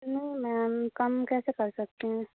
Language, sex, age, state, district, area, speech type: Urdu, female, 18-30, Bihar, Saharsa, rural, conversation